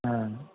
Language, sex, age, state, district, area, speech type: Maithili, male, 45-60, Bihar, Supaul, rural, conversation